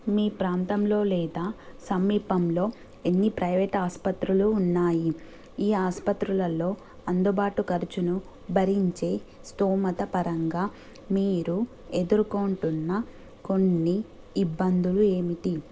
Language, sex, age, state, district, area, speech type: Telugu, female, 30-45, Telangana, Medchal, urban, spontaneous